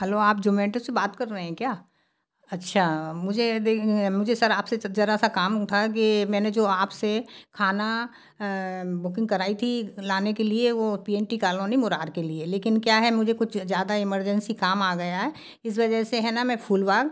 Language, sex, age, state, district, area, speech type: Hindi, female, 60+, Madhya Pradesh, Gwalior, urban, spontaneous